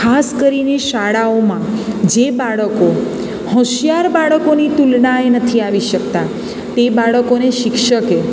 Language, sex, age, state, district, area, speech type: Gujarati, female, 30-45, Gujarat, Surat, urban, spontaneous